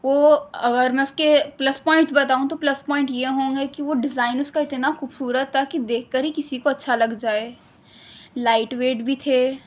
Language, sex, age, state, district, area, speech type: Urdu, female, 18-30, Delhi, Central Delhi, urban, spontaneous